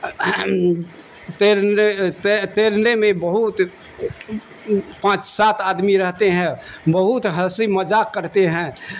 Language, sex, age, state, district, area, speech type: Urdu, male, 60+, Bihar, Darbhanga, rural, spontaneous